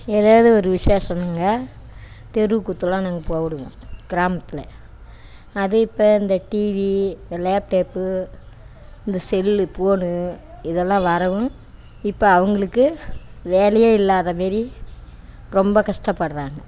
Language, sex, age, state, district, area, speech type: Tamil, female, 60+, Tamil Nadu, Namakkal, rural, spontaneous